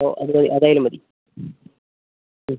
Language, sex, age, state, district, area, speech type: Malayalam, male, 45-60, Kerala, Wayanad, rural, conversation